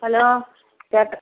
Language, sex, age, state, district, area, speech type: Malayalam, female, 60+, Kerala, Wayanad, rural, conversation